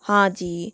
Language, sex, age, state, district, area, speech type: Hindi, female, 30-45, Rajasthan, Jodhpur, rural, spontaneous